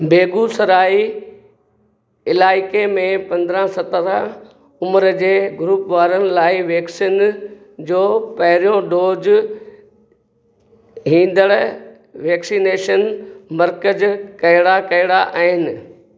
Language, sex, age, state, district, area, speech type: Sindhi, male, 60+, Gujarat, Kutch, rural, read